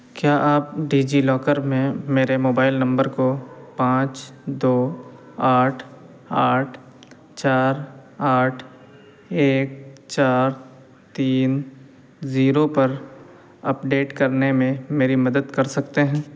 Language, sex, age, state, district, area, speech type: Urdu, male, 18-30, Uttar Pradesh, Saharanpur, urban, read